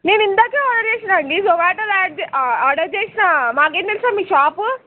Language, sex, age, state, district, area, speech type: Telugu, female, 18-30, Telangana, Nirmal, rural, conversation